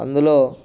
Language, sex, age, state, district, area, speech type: Telugu, male, 18-30, Telangana, Ranga Reddy, urban, spontaneous